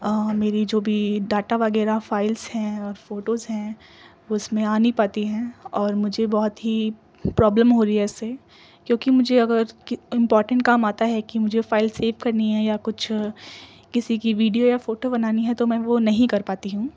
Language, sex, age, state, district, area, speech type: Urdu, female, 18-30, Delhi, East Delhi, urban, spontaneous